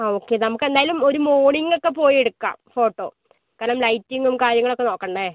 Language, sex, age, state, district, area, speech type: Malayalam, male, 18-30, Kerala, Wayanad, rural, conversation